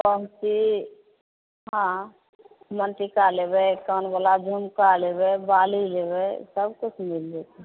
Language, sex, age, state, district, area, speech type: Maithili, female, 45-60, Bihar, Begusarai, rural, conversation